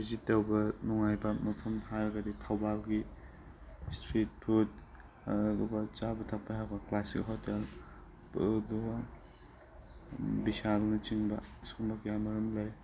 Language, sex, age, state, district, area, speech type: Manipuri, male, 18-30, Manipur, Tengnoupal, urban, spontaneous